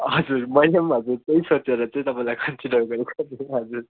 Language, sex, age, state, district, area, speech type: Nepali, male, 18-30, West Bengal, Darjeeling, rural, conversation